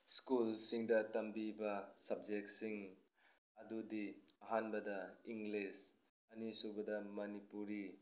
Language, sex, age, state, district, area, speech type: Manipuri, male, 30-45, Manipur, Tengnoupal, urban, spontaneous